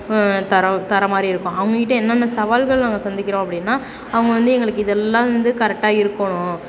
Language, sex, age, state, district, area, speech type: Tamil, female, 30-45, Tamil Nadu, Perambalur, rural, spontaneous